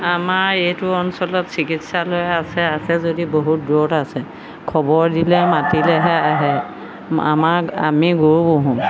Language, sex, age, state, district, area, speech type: Assamese, female, 60+, Assam, Golaghat, urban, spontaneous